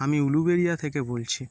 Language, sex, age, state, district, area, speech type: Bengali, male, 18-30, West Bengal, Howrah, urban, spontaneous